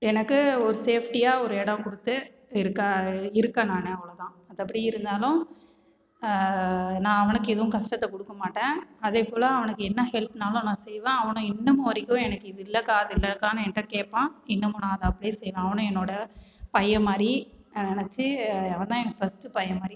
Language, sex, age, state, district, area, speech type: Tamil, female, 45-60, Tamil Nadu, Cuddalore, rural, spontaneous